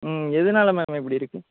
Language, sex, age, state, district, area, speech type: Tamil, male, 18-30, Tamil Nadu, Tiruvarur, urban, conversation